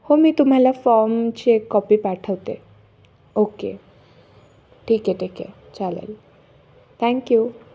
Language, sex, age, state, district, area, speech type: Marathi, female, 18-30, Maharashtra, Nashik, urban, spontaneous